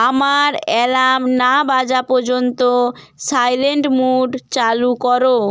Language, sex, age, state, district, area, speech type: Bengali, female, 18-30, West Bengal, Hooghly, urban, read